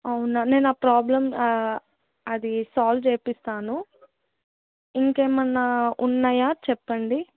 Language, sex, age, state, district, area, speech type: Telugu, female, 18-30, Telangana, Medak, urban, conversation